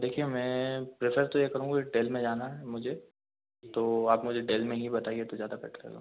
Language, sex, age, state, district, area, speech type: Hindi, male, 18-30, Madhya Pradesh, Indore, urban, conversation